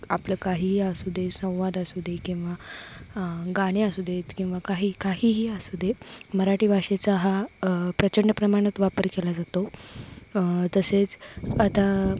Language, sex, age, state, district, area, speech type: Marathi, female, 18-30, Maharashtra, Ratnagiri, rural, spontaneous